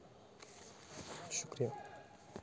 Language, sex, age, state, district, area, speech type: Kashmiri, male, 18-30, Jammu and Kashmir, Anantnag, rural, spontaneous